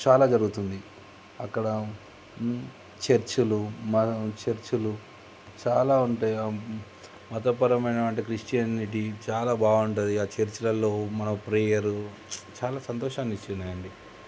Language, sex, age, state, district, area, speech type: Telugu, male, 30-45, Telangana, Nizamabad, urban, spontaneous